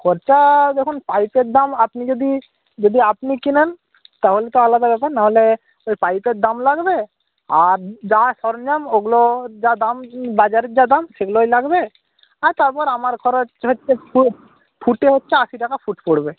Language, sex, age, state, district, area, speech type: Bengali, male, 18-30, West Bengal, Purba Medinipur, rural, conversation